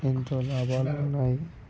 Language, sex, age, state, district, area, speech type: Telugu, male, 18-30, Telangana, Nalgonda, urban, spontaneous